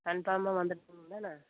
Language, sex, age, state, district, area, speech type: Tamil, female, 30-45, Tamil Nadu, Dharmapuri, urban, conversation